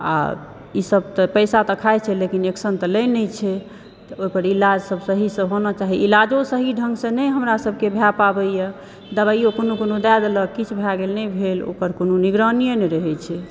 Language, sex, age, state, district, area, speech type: Maithili, female, 60+, Bihar, Supaul, rural, spontaneous